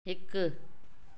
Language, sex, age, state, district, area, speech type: Sindhi, female, 60+, Delhi, South Delhi, urban, read